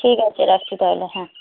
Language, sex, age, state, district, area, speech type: Bengali, female, 60+, West Bengal, Jhargram, rural, conversation